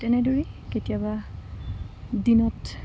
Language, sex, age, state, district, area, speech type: Assamese, female, 30-45, Assam, Morigaon, rural, spontaneous